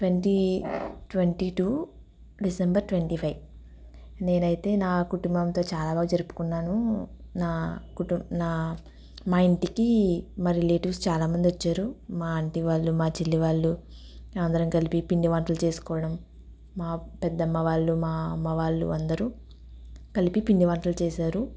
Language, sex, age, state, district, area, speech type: Telugu, female, 18-30, Andhra Pradesh, East Godavari, rural, spontaneous